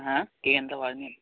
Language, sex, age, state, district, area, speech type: Punjabi, male, 18-30, Punjab, Hoshiarpur, urban, conversation